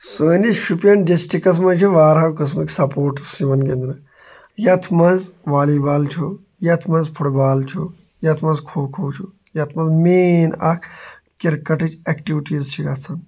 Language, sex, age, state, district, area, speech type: Kashmiri, male, 18-30, Jammu and Kashmir, Shopian, rural, spontaneous